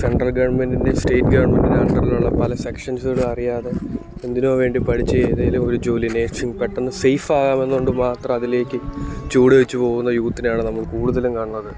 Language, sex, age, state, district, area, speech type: Malayalam, male, 30-45, Kerala, Alappuzha, rural, spontaneous